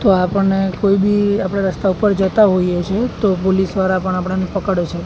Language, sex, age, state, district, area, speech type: Gujarati, male, 18-30, Gujarat, Anand, rural, spontaneous